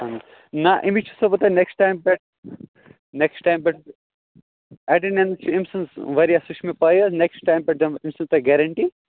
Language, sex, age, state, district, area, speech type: Kashmiri, male, 18-30, Jammu and Kashmir, Kupwara, rural, conversation